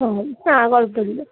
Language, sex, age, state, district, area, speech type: Malayalam, female, 30-45, Kerala, Alappuzha, rural, conversation